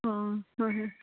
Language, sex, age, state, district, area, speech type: Manipuri, female, 45-60, Manipur, Kangpokpi, urban, conversation